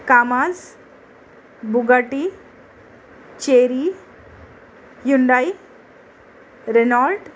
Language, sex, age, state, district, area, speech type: Marathi, female, 45-60, Maharashtra, Nagpur, urban, spontaneous